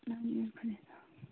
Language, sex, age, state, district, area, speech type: Kashmiri, female, 18-30, Jammu and Kashmir, Bandipora, rural, conversation